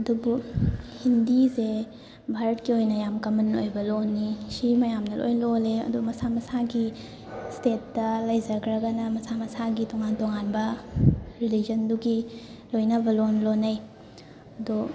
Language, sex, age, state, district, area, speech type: Manipuri, female, 18-30, Manipur, Imphal West, rural, spontaneous